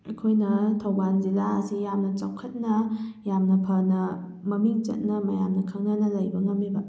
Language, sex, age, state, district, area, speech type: Manipuri, female, 18-30, Manipur, Thoubal, rural, spontaneous